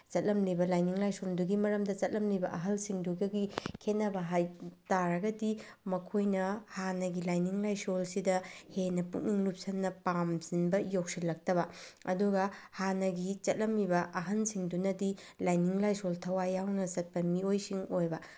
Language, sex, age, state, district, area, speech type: Manipuri, female, 45-60, Manipur, Bishnupur, rural, spontaneous